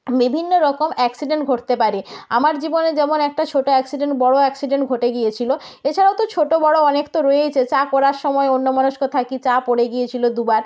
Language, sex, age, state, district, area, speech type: Bengali, female, 30-45, West Bengal, North 24 Parganas, rural, spontaneous